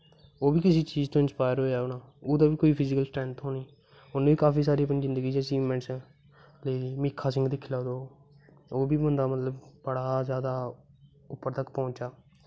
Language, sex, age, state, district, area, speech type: Dogri, male, 18-30, Jammu and Kashmir, Kathua, rural, spontaneous